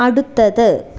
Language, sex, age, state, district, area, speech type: Malayalam, female, 18-30, Kerala, Thiruvananthapuram, rural, read